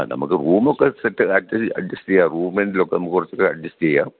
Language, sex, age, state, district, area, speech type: Malayalam, male, 60+, Kerala, Pathanamthitta, rural, conversation